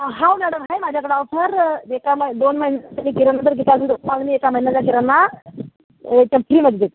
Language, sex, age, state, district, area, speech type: Marathi, female, 45-60, Maharashtra, Akola, rural, conversation